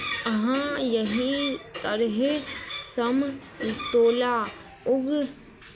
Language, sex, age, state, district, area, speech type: Maithili, female, 18-30, Bihar, Araria, rural, read